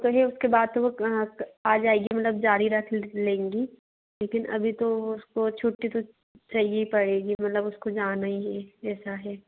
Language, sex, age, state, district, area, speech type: Hindi, female, 60+, Madhya Pradesh, Bhopal, urban, conversation